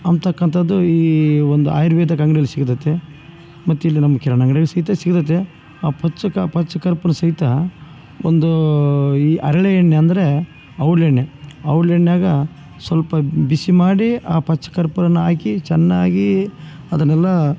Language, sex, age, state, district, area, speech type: Kannada, male, 45-60, Karnataka, Bellary, rural, spontaneous